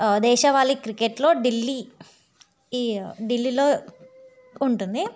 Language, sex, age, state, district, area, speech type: Telugu, female, 18-30, Telangana, Yadadri Bhuvanagiri, urban, spontaneous